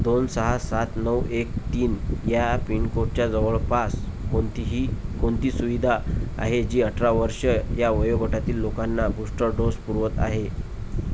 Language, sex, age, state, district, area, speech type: Marathi, male, 30-45, Maharashtra, Amravati, rural, read